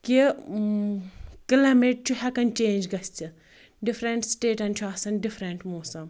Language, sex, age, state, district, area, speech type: Kashmiri, female, 30-45, Jammu and Kashmir, Anantnag, rural, spontaneous